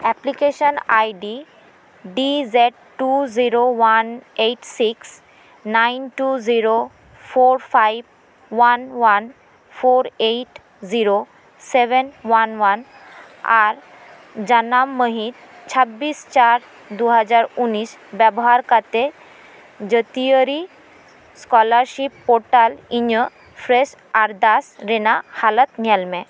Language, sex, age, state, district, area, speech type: Santali, female, 30-45, West Bengal, Birbhum, rural, read